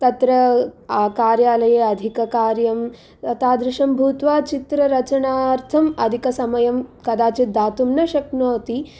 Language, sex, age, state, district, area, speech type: Sanskrit, female, 18-30, Andhra Pradesh, Guntur, urban, spontaneous